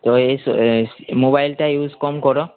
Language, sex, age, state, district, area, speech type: Bengali, male, 18-30, West Bengal, Malda, urban, conversation